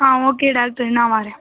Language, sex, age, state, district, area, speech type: Tamil, female, 18-30, Tamil Nadu, Thoothukudi, rural, conversation